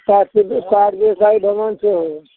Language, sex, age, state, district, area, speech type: Maithili, male, 60+, Bihar, Purnia, rural, conversation